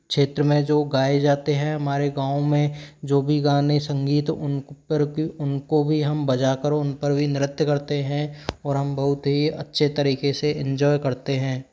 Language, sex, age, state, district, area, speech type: Hindi, male, 45-60, Rajasthan, Karauli, rural, spontaneous